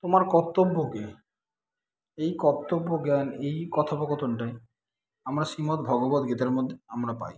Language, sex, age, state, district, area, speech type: Bengali, male, 30-45, West Bengal, Kolkata, urban, spontaneous